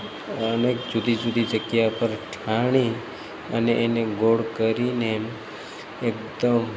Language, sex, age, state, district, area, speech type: Gujarati, male, 30-45, Gujarat, Narmada, rural, spontaneous